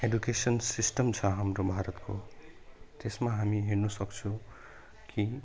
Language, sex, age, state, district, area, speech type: Nepali, male, 30-45, West Bengal, Alipurduar, urban, spontaneous